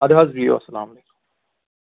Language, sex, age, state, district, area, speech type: Kashmiri, male, 30-45, Jammu and Kashmir, Anantnag, rural, conversation